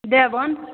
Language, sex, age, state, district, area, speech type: Maithili, female, 30-45, Bihar, Supaul, rural, conversation